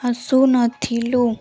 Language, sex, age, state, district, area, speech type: Odia, female, 18-30, Odisha, Koraput, urban, spontaneous